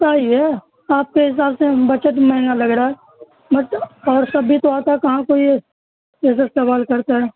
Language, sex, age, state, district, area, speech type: Urdu, male, 30-45, Bihar, Supaul, rural, conversation